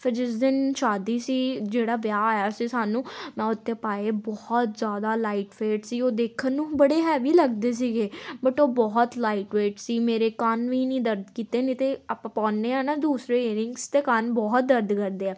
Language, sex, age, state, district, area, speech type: Punjabi, female, 18-30, Punjab, Tarn Taran, urban, spontaneous